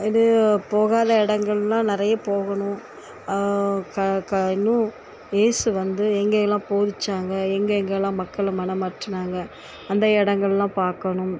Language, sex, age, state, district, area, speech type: Tamil, female, 45-60, Tamil Nadu, Thoothukudi, urban, spontaneous